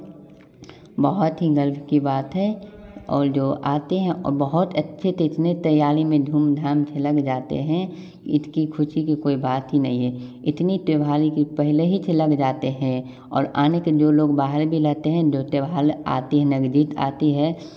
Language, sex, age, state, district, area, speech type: Hindi, male, 18-30, Bihar, Samastipur, rural, spontaneous